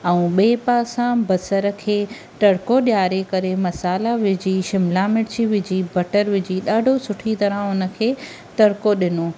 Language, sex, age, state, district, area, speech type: Sindhi, female, 30-45, Maharashtra, Thane, urban, spontaneous